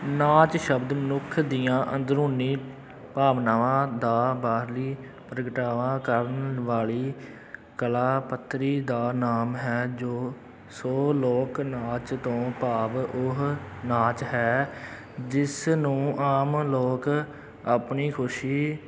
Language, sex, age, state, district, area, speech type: Punjabi, male, 18-30, Punjab, Amritsar, rural, spontaneous